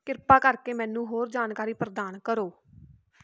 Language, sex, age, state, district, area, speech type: Punjabi, female, 18-30, Punjab, Fatehgarh Sahib, rural, read